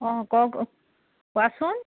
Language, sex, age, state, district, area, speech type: Assamese, female, 30-45, Assam, Dhemaji, rural, conversation